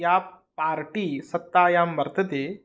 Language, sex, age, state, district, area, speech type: Sanskrit, male, 18-30, Odisha, Puri, rural, spontaneous